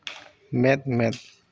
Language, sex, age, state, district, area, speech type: Santali, male, 30-45, Jharkhand, Seraikela Kharsawan, rural, read